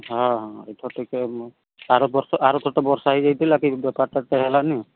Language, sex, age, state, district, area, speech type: Odia, male, 45-60, Odisha, Sundergarh, rural, conversation